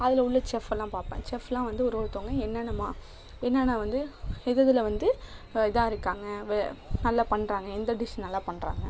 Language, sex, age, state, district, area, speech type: Tamil, female, 30-45, Tamil Nadu, Thanjavur, urban, spontaneous